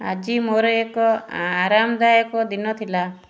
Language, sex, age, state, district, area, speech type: Odia, female, 45-60, Odisha, Puri, urban, read